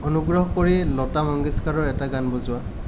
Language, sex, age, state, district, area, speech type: Assamese, male, 18-30, Assam, Nalbari, rural, read